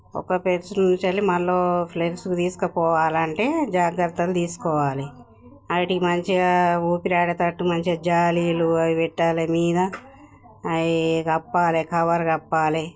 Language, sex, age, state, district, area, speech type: Telugu, female, 45-60, Telangana, Jagtial, rural, spontaneous